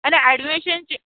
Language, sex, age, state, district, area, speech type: Marathi, female, 30-45, Maharashtra, Nagpur, urban, conversation